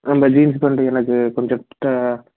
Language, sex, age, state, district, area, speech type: Tamil, male, 30-45, Tamil Nadu, Salem, urban, conversation